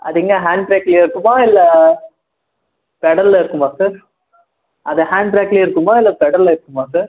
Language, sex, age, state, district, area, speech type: Tamil, male, 18-30, Tamil Nadu, Krishnagiri, rural, conversation